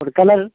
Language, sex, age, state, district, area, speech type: Urdu, male, 18-30, Bihar, Purnia, rural, conversation